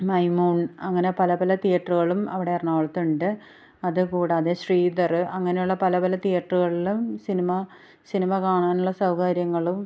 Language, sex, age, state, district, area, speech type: Malayalam, female, 30-45, Kerala, Ernakulam, rural, spontaneous